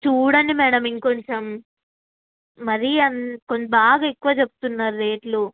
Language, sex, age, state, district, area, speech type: Telugu, female, 18-30, Telangana, Karimnagar, urban, conversation